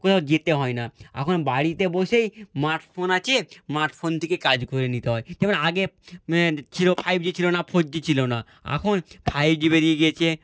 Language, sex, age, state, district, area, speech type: Bengali, male, 18-30, West Bengal, Nadia, rural, spontaneous